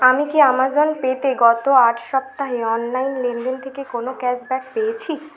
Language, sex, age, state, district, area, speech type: Bengali, female, 18-30, West Bengal, Bankura, urban, read